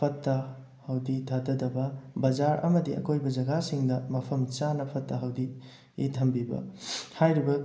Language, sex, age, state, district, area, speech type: Manipuri, male, 18-30, Manipur, Thoubal, rural, spontaneous